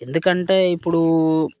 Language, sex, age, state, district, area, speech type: Telugu, male, 18-30, Telangana, Mancherial, rural, spontaneous